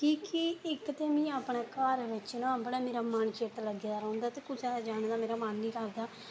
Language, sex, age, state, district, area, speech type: Dogri, female, 18-30, Jammu and Kashmir, Reasi, rural, spontaneous